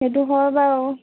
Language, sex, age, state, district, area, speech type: Assamese, female, 18-30, Assam, Sivasagar, urban, conversation